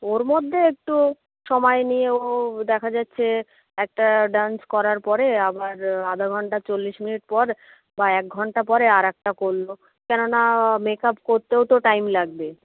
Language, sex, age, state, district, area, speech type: Bengali, female, 60+, West Bengal, Nadia, rural, conversation